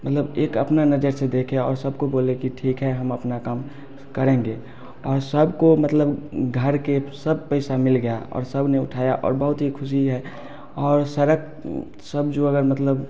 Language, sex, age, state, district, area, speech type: Hindi, male, 30-45, Bihar, Darbhanga, rural, spontaneous